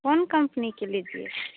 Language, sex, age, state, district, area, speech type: Hindi, female, 30-45, Bihar, Samastipur, rural, conversation